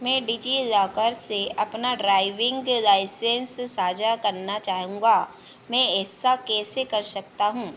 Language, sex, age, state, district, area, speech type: Hindi, female, 30-45, Madhya Pradesh, Harda, urban, read